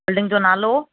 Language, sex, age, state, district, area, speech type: Sindhi, female, 30-45, Maharashtra, Thane, urban, conversation